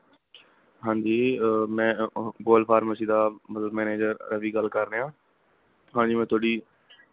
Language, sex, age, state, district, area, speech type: Punjabi, male, 18-30, Punjab, Mohali, rural, conversation